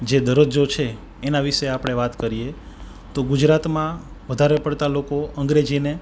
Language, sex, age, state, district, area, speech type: Gujarati, male, 30-45, Gujarat, Rajkot, urban, spontaneous